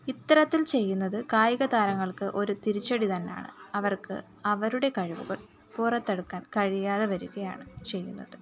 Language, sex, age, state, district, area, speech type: Malayalam, female, 18-30, Kerala, Kollam, rural, spontaneous